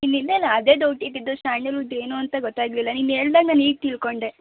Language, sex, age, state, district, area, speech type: Kannada, female, 18-30, Karnataka, Mysore, urban, conversation